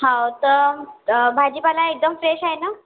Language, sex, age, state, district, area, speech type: Marathi, female, 30-45, Maharashtra, Nagpur, urban, conversation